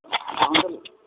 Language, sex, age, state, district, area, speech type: Maithili, male, 60+, Bihar, Madhepura, rural, conversation